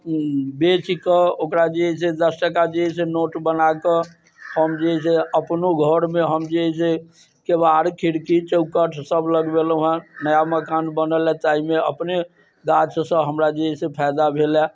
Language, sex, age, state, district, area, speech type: Maithili, male, 60+, Bihar, Muzaffarpur, urban, spontaneous